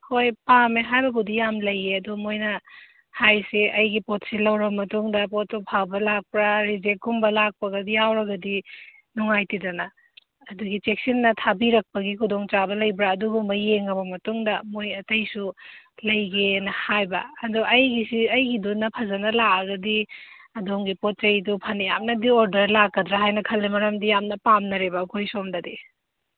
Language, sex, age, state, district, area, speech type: Manipuri, female, 45-60, Manipur, Churachandpur, urban, conversation